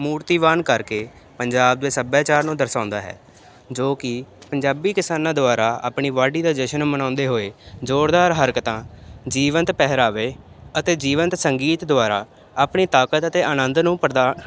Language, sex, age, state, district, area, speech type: Punjabi, male, 18-30, Punjab, Ludhiana, urban, spontaneous